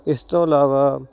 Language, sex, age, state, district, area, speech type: Punjabi, male, 30-45, Punjab, Hoshiarpur, rural, spontaneous